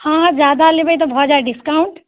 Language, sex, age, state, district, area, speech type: Maithili, female, 18-30, Bihar, Muzaffarpur, urban, conversation